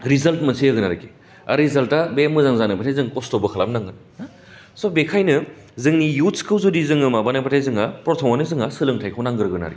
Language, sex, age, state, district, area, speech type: Bodo, male, 30-45, Assam, Baksa, urban, spontaneous